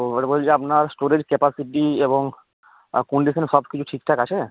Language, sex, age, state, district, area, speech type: Bengali, male, 18-30, West Bengal, Uttar Dinajpur, rural, conversation